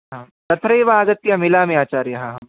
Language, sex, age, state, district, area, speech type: Sanskrit, male, 18-30, Karnataka, Chikkamagaluru, rural, conversation